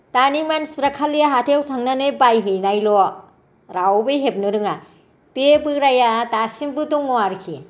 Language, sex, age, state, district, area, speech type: Bodo, female, 60+, Assam, Kokrajhar, rural, spontaneous